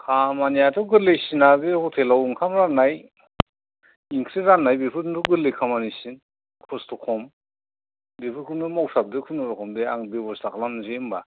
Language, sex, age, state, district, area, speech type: Bodo, male, 60+, Assam, Kokrajhar, urban, conversation